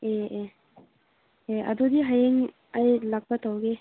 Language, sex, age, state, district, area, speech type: Manipuri, female, 18-30, Manipur, Senapati, rural, conversation